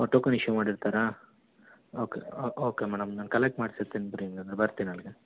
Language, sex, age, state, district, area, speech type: Kannada, male, 18-30, Karnataka, Mandya, rural, conversation